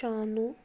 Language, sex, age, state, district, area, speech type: Kashmiri, female, 18-30, Jammu and Kashmir, Anantnag, rural, spontaneous